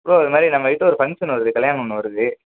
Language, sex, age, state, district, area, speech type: Tamil, male, 18-30, Tamil Nadu, Perambalur, rural, conversation